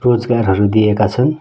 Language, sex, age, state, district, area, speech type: Nepali, male, 30-45, West Bengal, Darjeeling, rural, spontaneous